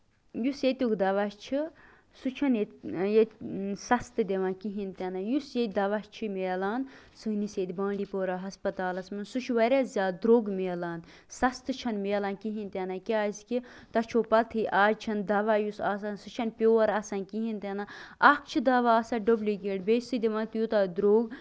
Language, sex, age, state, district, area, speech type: Kashmiri, female, 18-30, Jammu and Kashmir, Bandipora, rural, spontaneous